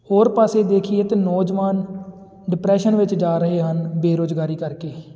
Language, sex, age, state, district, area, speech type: Punjabi, male, 18-30, Punjab, Tarn Taran, urban, spontaneous